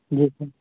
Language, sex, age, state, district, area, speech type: Urdu, male, 30-45, Bihar, Araria, urban, conversation